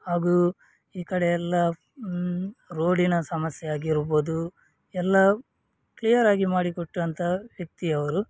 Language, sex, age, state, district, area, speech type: Kannada, male, 30-45, Karnataka, Udupi, rural, spontaneous